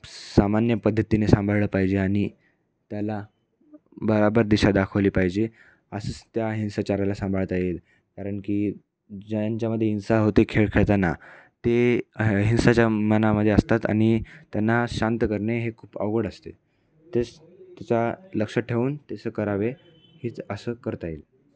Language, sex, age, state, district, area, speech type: Marathi, male, 18-30, Maharashtra, Nanded, rural, spontaneous